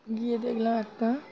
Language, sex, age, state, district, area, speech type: Bengali, female, 18-30, West Bengal, Birbhum, urban, spontaneous